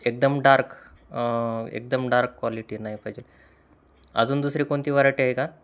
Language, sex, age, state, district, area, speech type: Marathi, male, 30-45, Maharashtra, Osmanabad, rural, spontaneous